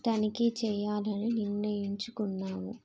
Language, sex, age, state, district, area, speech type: Telugu, female, 30-45, Telangana, Jagtial, rural, spontaneous